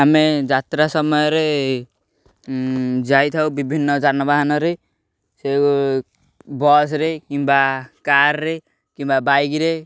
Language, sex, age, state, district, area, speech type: Odia, male, 18-30, Odisha, Ganjam, urban, spontaneous